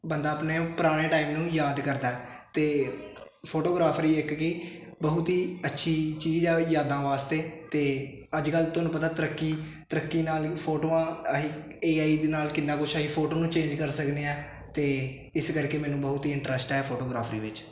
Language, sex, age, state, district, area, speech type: Punjabi, male, 18-30, Punjab, Hoshiarpur, rural, spontaneous